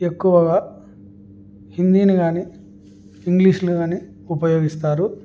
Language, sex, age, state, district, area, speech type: Telugu, male, 18-30, Andhra Pradesh, Kurnool, urban, spontaneous